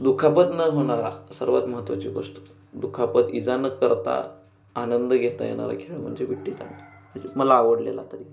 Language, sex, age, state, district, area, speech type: Marathi, male, 18-30, Maharashtra, Ratnagiri, rural, spontaneous